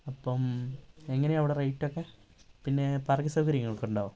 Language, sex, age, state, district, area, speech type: Malayalam, female, 18-30, Kerala, Wayanad, rural, spontaneous